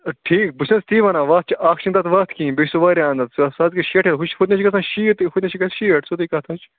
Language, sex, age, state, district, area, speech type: Kashmiri, male, 30-45, Jammu and Kashmir, Ganderbal, rural, conversation